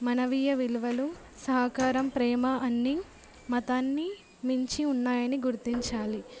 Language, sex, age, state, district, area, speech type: Telugu, female, 18-30, Telangana, Jangaon, urban, spontaneous